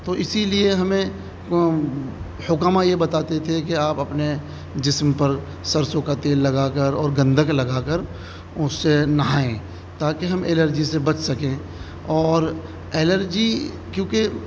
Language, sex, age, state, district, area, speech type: Urdu, male, 45-60, Delhi, South Delhi, urban, spontaneous